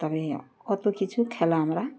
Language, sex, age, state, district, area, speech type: Bengali, female, 60+, West Bengal, Uttar Dinajpur, urban, spontaneous